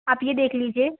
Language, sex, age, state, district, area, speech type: Hindi, female, 30-45, Madhya Pradesh, Balaghat, rural, conversation